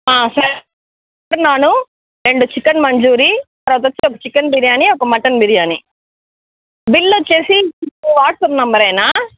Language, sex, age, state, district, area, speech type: Telugu, female, 60+, Andhra Pradesh, Chittoor, urban, conversation